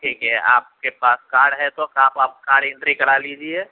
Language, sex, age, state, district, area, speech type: Urdu, male, 45-60, Telangana, Hyderabad, urban, conversation